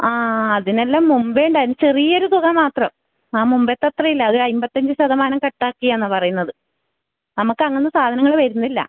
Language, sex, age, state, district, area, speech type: Malayalam, female, 45-60, Kerala, Kasaragod, rural, conversation